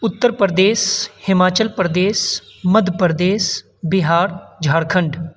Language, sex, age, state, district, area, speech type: Urdu, male, 18-30, Uttar Pradesh, Saharanpur, urban, spontaneous